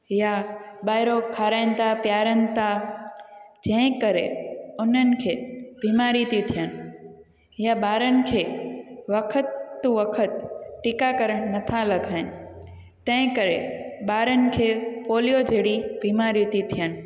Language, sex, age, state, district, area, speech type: Sindhi, female, 18-30, Gujarat, Junagadh, urban, spontaneous